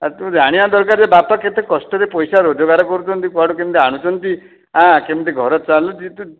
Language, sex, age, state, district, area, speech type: Odia, male, 45-60, Odisha, Dhenkanal, rural, conversation